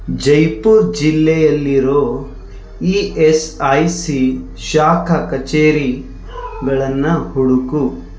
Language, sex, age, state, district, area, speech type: Kannada, male, 30-45, Karnataka, Bidar, urban, read